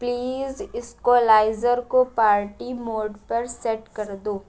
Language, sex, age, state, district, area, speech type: Urdu, female, 45-60, Uttar Pradesh, Lucknow, rural, read